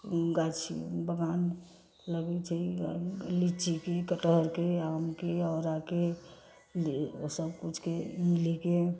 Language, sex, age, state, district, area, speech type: Maithili, female, 60+, Bihar, Sitamarhi, rural, spontaneous